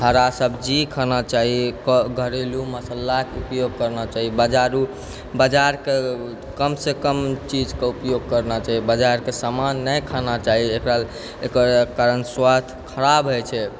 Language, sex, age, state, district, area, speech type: Maithili, female, 30-45, Bihar, Purnia, urban, spontaneous